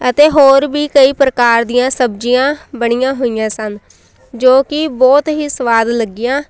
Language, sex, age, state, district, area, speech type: Punjabi, female, 18-30, Punjab, Shaheed Bhagat Singh Nagar, rural, spontaneous